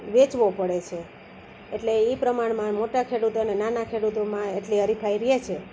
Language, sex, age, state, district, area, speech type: Gujarati, female, 60+, Gujarat, Junagadh, rural, spontaneous